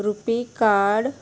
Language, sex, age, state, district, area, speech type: Goan Konkani, female, 30-45, Goa, Murmgao, rural, read